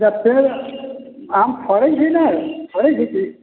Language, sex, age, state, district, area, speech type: Maithili, male, 45-60, Bihar, Sitamarhi, rural, conversation